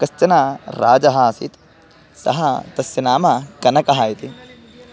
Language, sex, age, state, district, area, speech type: Sanskrit, male, 18-30, Karnataka, Bangalore Rural, rural, spontaneous